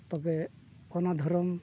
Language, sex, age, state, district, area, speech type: Santali, male, 45-60, Odisha, Mayurbhanj, rural, spontaneous